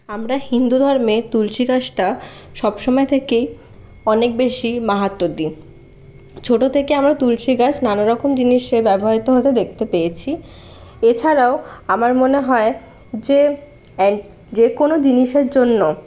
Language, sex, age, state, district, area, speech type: Bengali, female, 18-30, West Bengal, Paschim Bardhaman, rural, spontaneous